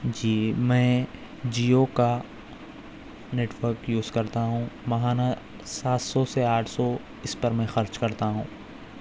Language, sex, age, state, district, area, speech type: Urdu, male, 18-30, Telangana, Hyderabad, urban, spontaneous